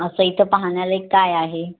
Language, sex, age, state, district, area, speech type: Marathi, female, 30-45, Maharashtra, Wardha, rural, conversation